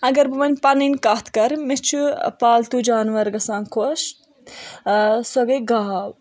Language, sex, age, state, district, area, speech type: Kashmiri, female, 18-30, Jammu and Kashmir, Budgam, rural, spontaneous